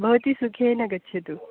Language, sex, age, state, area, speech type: Sanskrit, female, 18-30, Goa, rural, conversation